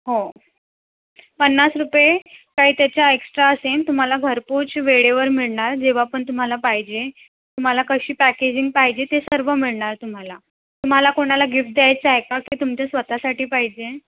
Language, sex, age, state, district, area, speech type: Marathi, female, 18-30, Maharashtra, Nagpur, urban, conversation